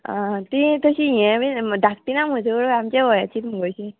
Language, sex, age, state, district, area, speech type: Goan Konkani, female, 18-30, Goa, Murmgao, rural, conversation